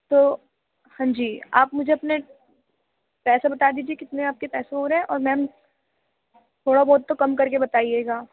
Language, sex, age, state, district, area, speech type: Urdu, female, 45-60, Delhi, Central Delhi, rural, conversation